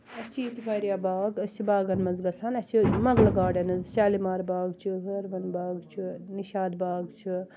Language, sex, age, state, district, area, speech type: Kashmiri, female, 30-45, Jammu and Kashmir, Srinagar, rural, spontaneous